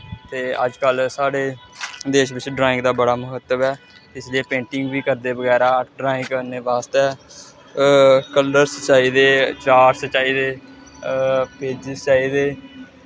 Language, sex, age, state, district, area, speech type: Dogri, male, 18-30, Jammu and Kashmir, Samba, rural, spontaneous